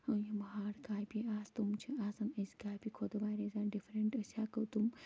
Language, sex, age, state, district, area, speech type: Kashmiri, female, 45-60, Jammu and Kashmir, Kulgam, rural, spontaneous